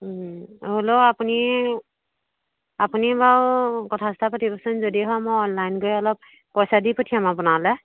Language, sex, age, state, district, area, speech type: Assamese, female, 45-60, Assam, Majuli, urban, conversation